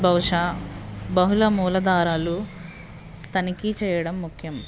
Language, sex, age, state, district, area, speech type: Telugu, female, 30-45, Andhra Pradesh, West Godavari, rural, spontaneous